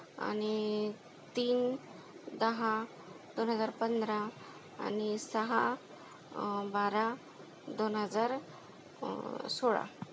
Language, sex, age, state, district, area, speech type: Marathi, female, 45-60, Maharashtra, Akola, rural, spontaneous